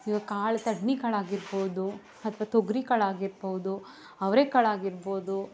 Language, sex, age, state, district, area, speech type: Kannada, female, 18-30, Karnataka, Mandya, rural, spontaneous